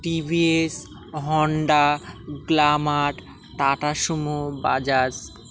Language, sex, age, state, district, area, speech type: Bengali, male, 18-30, West Bengal, Dakshin Dinajpur, urban, spontaneous